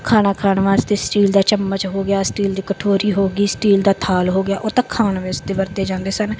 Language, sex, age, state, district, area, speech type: Punjabi, female, 30-45, Punjab, Bathinda, rural, spontaneous